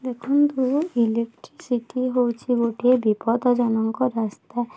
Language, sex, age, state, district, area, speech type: Odia, female, 18-30, Odisha, Bargarh, urban, spontaneous